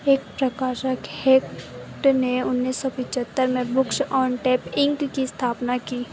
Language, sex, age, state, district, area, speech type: Hindi, female, 18-30, Madhya Pradesh, Harda, rural, read